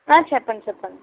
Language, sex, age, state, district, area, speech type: Telugu, female, 30-45, Andhra Pradesh, N T Rama Rao, rural, conversation